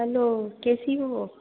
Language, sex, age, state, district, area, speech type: Hindi, female, 60+, Madhya Pradesh, Bhopal, urban, conversation